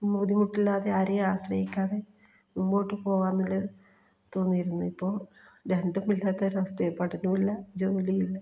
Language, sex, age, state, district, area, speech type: Malayalam, female, 30-45, Kerala, Kasaragod, rural, spontaneous